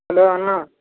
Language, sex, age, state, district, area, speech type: Telugu, male, 30-45, Andhra Pradesh, Guntur, urban, conversation